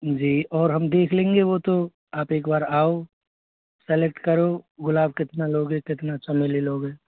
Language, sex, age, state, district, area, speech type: Hindi, male, 18-30, Rajasthan, Jodhpur, rural, conversation